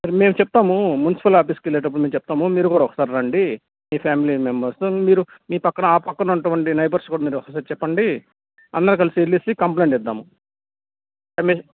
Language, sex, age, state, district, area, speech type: Telugu, male, 30-45, Andhra Pradesh, Nellore, rural, conversation